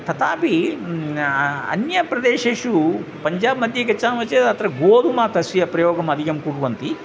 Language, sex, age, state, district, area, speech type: Sanskrit, male, 60+, Tamil Nadu, Thanjavur, urban, spontaneous